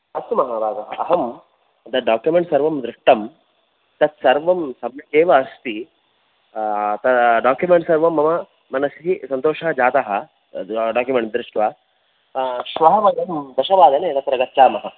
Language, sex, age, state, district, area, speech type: Sanskrit, male, 18-30, Karnataka, Dakshina Kannada, rural, conversation